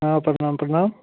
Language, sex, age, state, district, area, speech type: Maithili, male, 30-45, Bihar, Darbhanga, urban, conversation